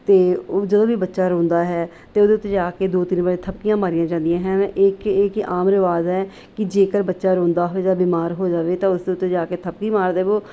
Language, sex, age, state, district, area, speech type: Punjabi, female, 30-45, Punjab, Mohali, urban, spontaneous